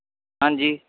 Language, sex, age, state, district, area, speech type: Punjabi, male, 18-30, Punjab, Shaheed Bhagat Singh Nagar, rural, conversation